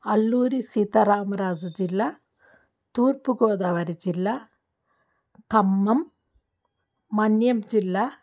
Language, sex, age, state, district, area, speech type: Telugu, female, 45-60, Andhra Pradesh, Alluri Sitarama Raju, rural, spontaneous